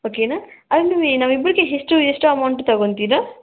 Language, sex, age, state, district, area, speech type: Kannada, female, 18-30, Karnataka, Bangalore Rural, rural, conversation